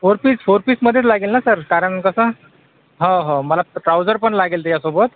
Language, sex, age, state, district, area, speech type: Marathi, male, 30-45, Maharashtra, Akola, urban, conversation